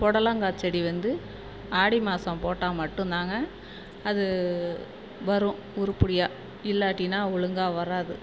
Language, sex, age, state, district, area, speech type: Tamil, female, 45-60, Tamil Nadu, Perambalur, rural, spontaneous